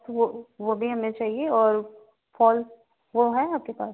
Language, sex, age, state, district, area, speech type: Hindi, female, 18-30, Uttar Pradesh, Ghazipur, rural, conversation